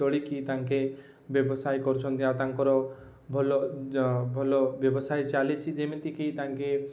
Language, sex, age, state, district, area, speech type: Odia, male, 18-30, Odisha, Rayagada, rural, spontaneous